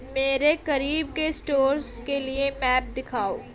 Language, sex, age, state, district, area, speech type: Urdu, female, 18-30, Uttar Pradesh, Gautam Buddha Nagar, urban, read